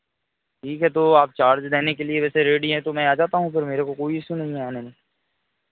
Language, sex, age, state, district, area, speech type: Hindi, male, 30-45, Madhya Pradesh, Hoshangabad, rural, conversation